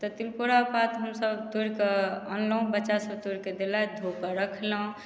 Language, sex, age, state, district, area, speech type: Maithili, female, 45-60, Bihar, Madhubani, rural, spontaneous